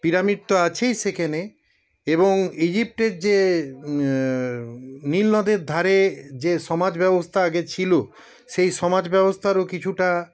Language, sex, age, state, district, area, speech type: Bengali, male, 60+, West Bengal, Paschim Bardhaman, urban, spontaneous